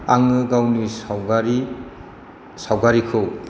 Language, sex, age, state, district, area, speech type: Bodo, male, 45-60, Assam, Chirang, rural, spontaneous